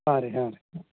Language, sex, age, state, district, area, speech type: Kannada, male, 30-45, Karnataka, Bidar, urban, conversation